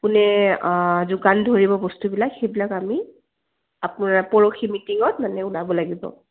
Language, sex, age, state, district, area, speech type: Assamese, female, 18-30, Assam, Kamrup Metropolitan, urban, conversation